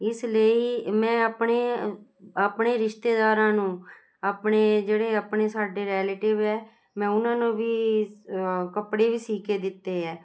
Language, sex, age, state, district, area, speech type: Punjabi, female, 45-60, Punjab, Jalandhar, urban, spontaneous